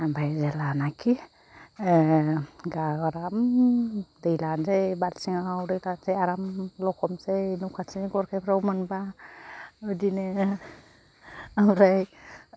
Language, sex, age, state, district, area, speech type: Bodo, female, 60+, Assam, Kokrajhar, urban, spontaneous